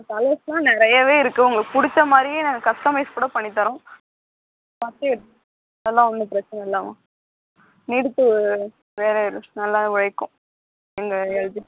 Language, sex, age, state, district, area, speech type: Tamil, female, 18-30, Tamil Nadu, Ariyalur, rural, conversation